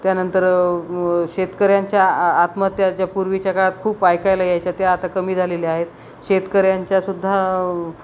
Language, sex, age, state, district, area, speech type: Marathi, female, 45-60, Maharashtra, Nanded, rural, spontaneous